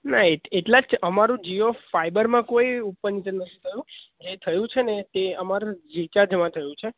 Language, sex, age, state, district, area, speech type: Gujarati, male, 18-30, Gujarat, Surat, urban, conversation